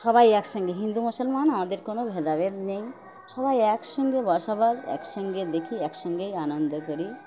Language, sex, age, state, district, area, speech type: Bengali, female, 60+, West Bengal, Birbhum, urban, spontaneous